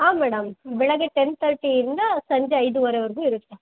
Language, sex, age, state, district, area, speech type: Kannada, female, 18-30, Karnataka, Chitradurga, urban, conversation